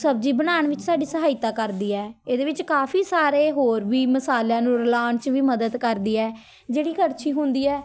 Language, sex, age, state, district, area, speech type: Punjabi, female, 18-30, Punjab, Patiala, urban, spontaneous